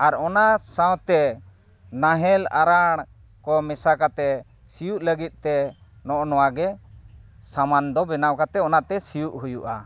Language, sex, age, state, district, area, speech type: Santali, male, 30-45, Jharkhand, East Singhbhum, rural, spontaneous